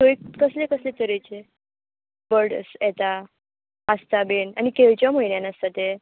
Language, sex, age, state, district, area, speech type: Goan Konkani, female, 18-30, Goa, Tiswadi, rural, conversation